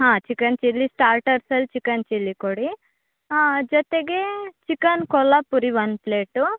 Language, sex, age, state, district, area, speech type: Kannada, female, 30-45, Karnataka, Uttara Kannada, rural, conversation